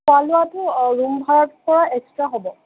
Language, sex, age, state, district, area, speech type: Assamese, male, 30-45, Assam, Nalbari, rural, conversation